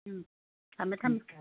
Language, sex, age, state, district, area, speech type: Manipuri, female, 60+, Manipur, Imphal East, urban, conversation